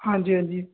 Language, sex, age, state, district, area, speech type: Punjabi, male, 18-30, Punjab, Muktsar, urban, conversation